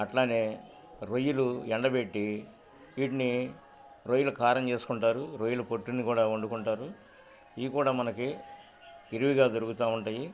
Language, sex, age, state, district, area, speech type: Telugu, male, 60+, Andhra Pradesh, Guntur, urban, spontaneous